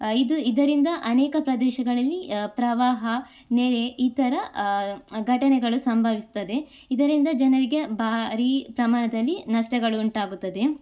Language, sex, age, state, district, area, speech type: Kannada, female, 18-30, Karnataka, Udupi, urban, spontaneous